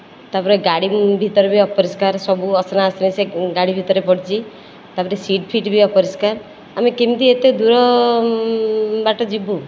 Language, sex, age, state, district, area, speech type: Odia, female, 30-45, Odisha, Nayagarh, rural, spontaneous